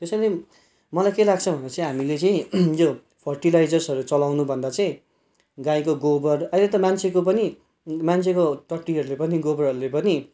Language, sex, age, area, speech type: Nepali, male, 18-30, rural, spontaneous